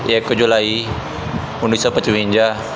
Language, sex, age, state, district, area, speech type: Punjabi, male, 18-30, Punjab, Gurdaspur, urban, spontaneous